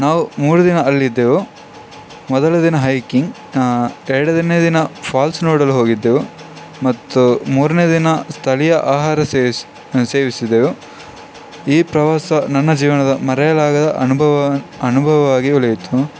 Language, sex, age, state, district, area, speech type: Kannada, male, 18-30, Karnataka, Dakshina Kannada, rural, spontaneous